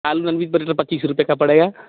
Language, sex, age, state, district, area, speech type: Hindi, male, 30-45, Bihar, Darbhanga, rural, conversation